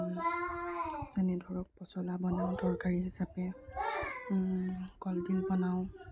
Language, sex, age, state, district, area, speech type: Assamese, female, 60+, Assam, Darrang, rural, spontaneous